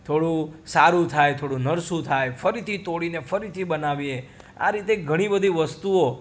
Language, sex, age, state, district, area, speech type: Gujarati, male, 30-45, Gujarat, Rajkot, rural, spontaneous